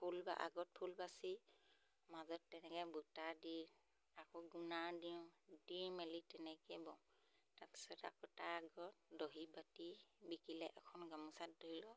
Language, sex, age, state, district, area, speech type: Assamese, female, 45-60, Assam, Sivasagar, rural, spontaneous